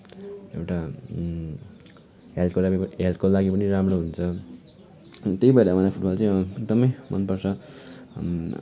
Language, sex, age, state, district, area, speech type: Nepali, male, 18-30, West Bengal, Kalimpong, rural, spontaneous